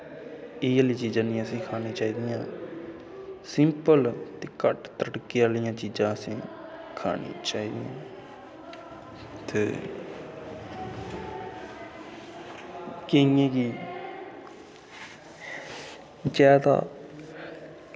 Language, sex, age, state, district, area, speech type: Dogri, male, 30-45, Jammu and Kashmir, Kathua, rural, spontaneous